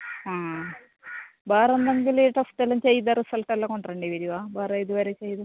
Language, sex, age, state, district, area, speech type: Malayalam, female, 30-45, Kerala, Kasaragod, rural, conversation